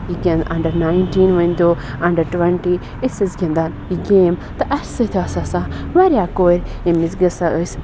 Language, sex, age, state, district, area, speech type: Kashmiri, female, 18-30, Jammu and Kashmir, Anantnag, rural, spontaneous